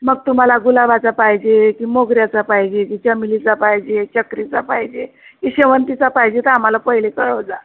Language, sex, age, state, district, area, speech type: Marathi, female, 45-60, Maharashtra, Wardha, rural, conversation